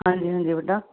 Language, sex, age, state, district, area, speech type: Punjabi, female, 45-60, Punjab, Ludhiana, urban, conversation